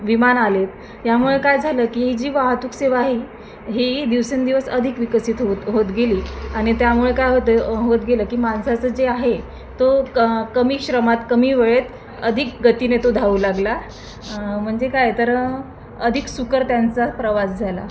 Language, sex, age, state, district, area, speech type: Marathi, female, 30-45, Maharashtra, Thane, urban, spontaneous